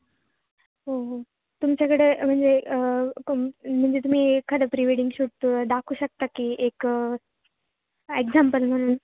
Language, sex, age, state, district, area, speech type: Marathi, female, 18-30, Maharashtra, Ahmednagar, rural, conversation